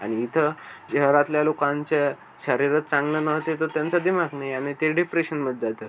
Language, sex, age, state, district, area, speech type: Marathi, male, 18-30, Maharashtra, Akola, rural, spontaneous